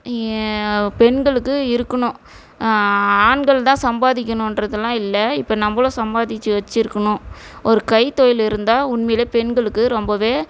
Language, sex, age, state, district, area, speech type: Tamil, female, 45-60, Tamil Nadu, Tiruvannamalai, rural, spontaneous